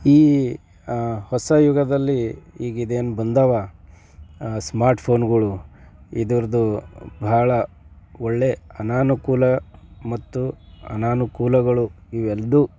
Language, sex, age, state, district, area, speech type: Kannada, male, 45-60, Karnataka, Bidar, urban, spontaneous